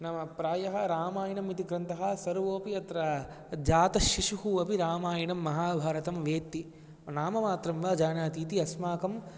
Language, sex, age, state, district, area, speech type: Sanskrit, male, 18-30, Andhra Pradesh, Chittoor, rural, spontaneous